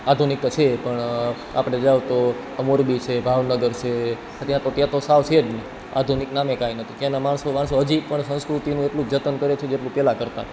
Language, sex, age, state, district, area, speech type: Gujarati, male, 18-30, Gujarat, Rajkot, urban, spontaneous